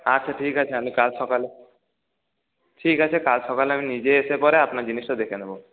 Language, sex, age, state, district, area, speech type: Bengali, male, 30-45, West Bengal, Paschim Bardhaman, urban, conversation